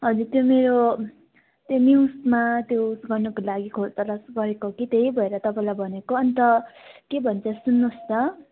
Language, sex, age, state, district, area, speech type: Nepali, female, 18-30, West Bengal, Darjeeling, rural, conversation